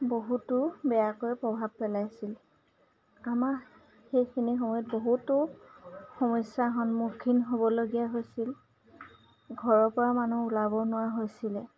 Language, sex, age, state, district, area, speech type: Assamese, female, 30-45, Assam, Majuli, urban, spontaneous